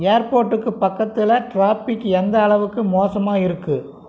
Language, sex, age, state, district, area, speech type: Tamil, male, 60+, Tamil Nadu, Krishnagiri, rural, read